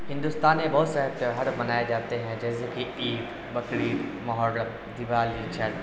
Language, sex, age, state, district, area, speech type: Urdu, male, 18-30, Bihar, Darbhanga, urban, spontaneous